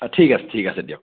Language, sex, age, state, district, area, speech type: Assamese, male, 30-45, Assam, Sonitpur, rural, conversation